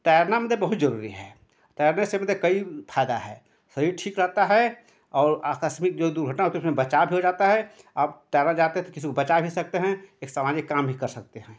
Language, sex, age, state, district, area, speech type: Hindi, male, 60+, Uttar Pradesh, Ghazipur, rural, spontaneous